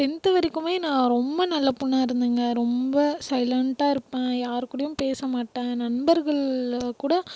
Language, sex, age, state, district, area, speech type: Tamil, female, 18-30, Tamil Nadu, Krishnagiri, rural, spontaneous